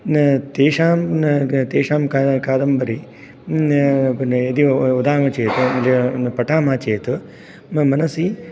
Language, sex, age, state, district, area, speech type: Sanskrit, male, 30-45, Karnataka, Raichur, rural, spontaneous